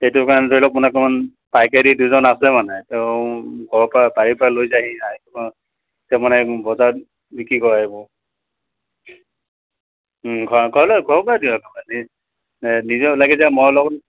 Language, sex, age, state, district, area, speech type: Assamese, male, 45-60, Assam, Dibrugarh, urban, conversation